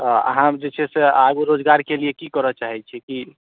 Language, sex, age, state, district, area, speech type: Maithili, male, 45-60, Bihar, Madhubani, urban, conversation